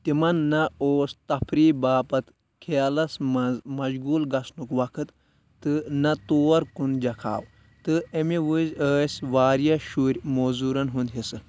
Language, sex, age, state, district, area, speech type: Kashmiri, male, 18-30, Jammu and Kashmir, Kulgam, rural, read